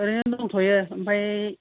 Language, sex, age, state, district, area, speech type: Bodo, female, 60+, Assam, Kokrajhar, urban, conversation